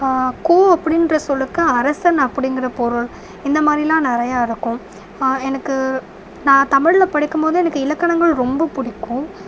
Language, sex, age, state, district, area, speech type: Tamil, female, 18-30, Tamil Nadu, Tiruvarur, urban, spontaneous